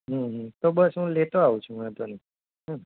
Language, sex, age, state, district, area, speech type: Gujarati, male, 30-45, Gujarat, Anand, urban, conversation